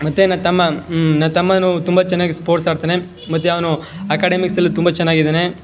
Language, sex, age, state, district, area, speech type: Kannada, male, 18-30, Karnataka, Chamarajanagar, rural, spontaneous